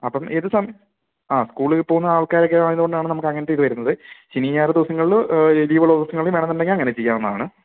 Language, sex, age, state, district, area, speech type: Malayalam, male, 18-30, Kerala, Kozhikode, rural, conversation